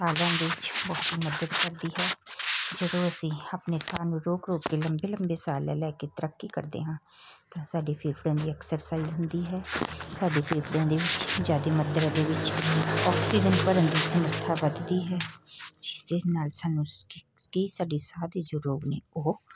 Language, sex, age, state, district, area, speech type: Punjabi, male, 45-60, Punjab, Patiala, urban, spontaneous